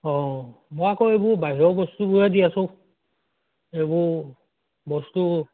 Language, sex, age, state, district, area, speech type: Assamese, male, 60+, Assam, Majuli, urban, conversation